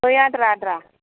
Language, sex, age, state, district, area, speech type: Bodo, female, 30-45, Assam, Kokrajhar, urban, conversation